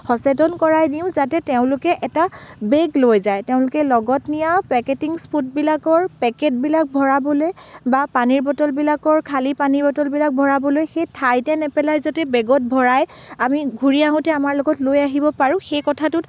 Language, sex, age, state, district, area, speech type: Assamese, female, 18-30, Assam, Dibrugarh, rural, spontaneous